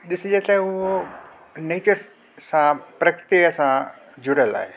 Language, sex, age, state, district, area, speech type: Sindhi, male, 60+, Delhi, South Delhi, urban, spontaneous